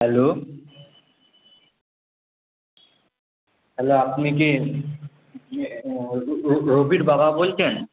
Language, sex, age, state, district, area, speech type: Bengali, male, 45-60, West Bengal, Purba Bardhaman, urban, conversation